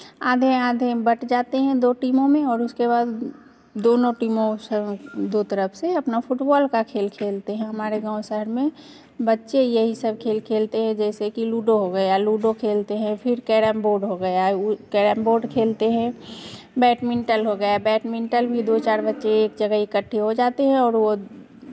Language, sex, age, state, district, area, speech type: Hindi, female, 45-60, Bihar, Begusarai, rural, spontaneous